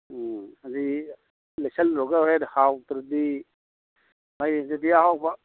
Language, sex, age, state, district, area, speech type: Manipuri, male, 45-60, Manipur, Imphal East, rural, conversation